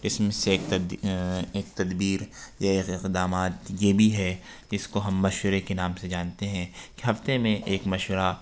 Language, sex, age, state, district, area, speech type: Urdu, male, 30-45, Uttar Pradesh, Lucknow, urban, spontaneous